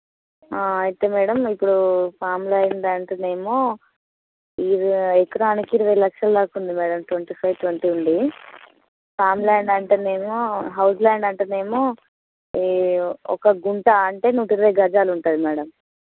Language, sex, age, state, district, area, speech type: Telugu, female, 30-45, Telangana, Hanamkonda, rural, conversation